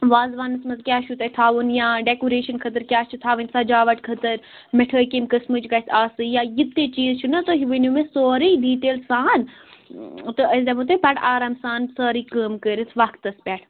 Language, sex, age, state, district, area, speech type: Kashmiri, female, 18-30, Jammu and Kashmir, Baramulla, rural, conversation